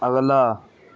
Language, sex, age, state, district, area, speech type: Urdu, male, 18-30, Uttar Pradesh, Gautam Buddha Nagar, rural, read